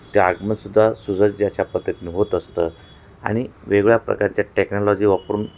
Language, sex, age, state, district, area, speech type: Marathi, male, 45-60, Maharashtra, Nashik, urban, spontaneous